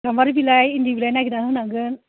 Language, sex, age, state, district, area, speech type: Bodo, female, 30-45, Assam, Baksa, rural, conversation